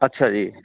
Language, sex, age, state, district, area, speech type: Punjabi, male, 30-45, Punjab, Mansa, rural, conversation